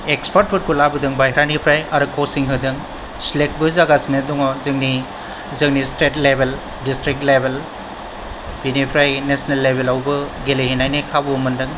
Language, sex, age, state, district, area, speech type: Bodo, male, 45-60, Assam, Kokrajhar, rural, spontaneous